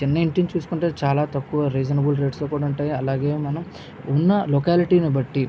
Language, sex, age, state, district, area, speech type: Telugu, male, 30-45, Andhra Pradesh, Visakhapatnam, urban, spontaneous